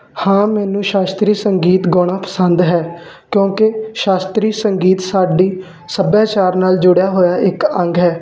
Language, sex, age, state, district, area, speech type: Punjabi, male, 18-30, Punjab, Muktsar, urban, spontaneous